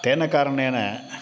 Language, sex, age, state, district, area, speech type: Sanskrit, male, 60+, Tamil Nadu, Tiruchirappalli, urban, spontaneous